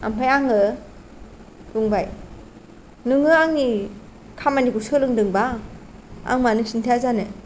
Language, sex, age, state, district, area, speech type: Bodo, female, 45-60, Assam, Kokrajhar, urban, spontaneous